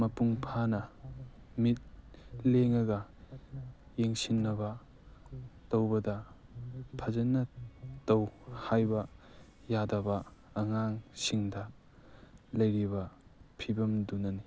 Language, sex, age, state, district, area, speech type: Manipuri, male, 18-30, Manipur, Kangpokpi, urban, read